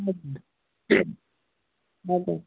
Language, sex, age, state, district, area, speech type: Nepali, female, 45-60, West Bengal, Darjeeling, rural, conversation